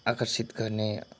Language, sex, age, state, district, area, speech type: Nepali, male, 30-45, West Bengal, Kalimpong, rural, spontaneous